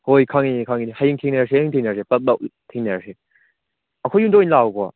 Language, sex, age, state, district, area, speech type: Manipuri, male, 18-30, Manipur, Chandel, rural, conversation